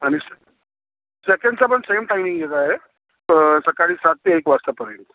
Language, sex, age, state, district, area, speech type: Marathi, male, 45-60, Maharashtra, Yavatmal, urban, conversation